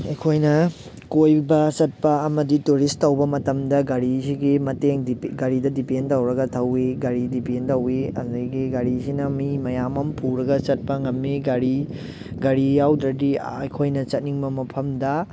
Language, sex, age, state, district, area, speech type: Manipuri, male, 18-30, Manipur, Thoubal, rural, spontaneous